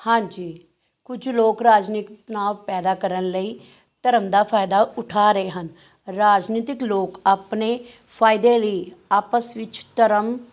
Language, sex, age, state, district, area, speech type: Punjabi, female, 45-60, Punjab, Amritsar, urban, spontaneous